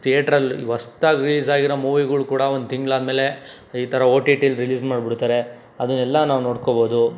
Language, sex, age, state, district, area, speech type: Kannada, male, 18-30, Karnataka, Tumkur, rural, spontaneous